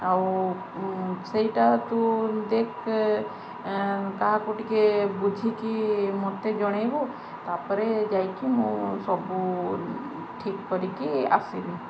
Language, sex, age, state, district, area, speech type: Odia, female, 18-30, Odisha, Sundergarh, urban, spontaneous